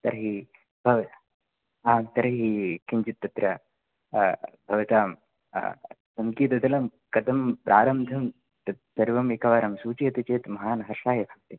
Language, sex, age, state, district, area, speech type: Sanskrit, male, 18-30, Kerala, Kannur, rural, conversation